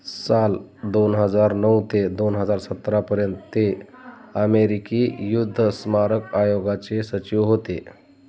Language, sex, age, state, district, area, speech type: Marathi, male, 30-45, Maharashtra, Beed, rural, read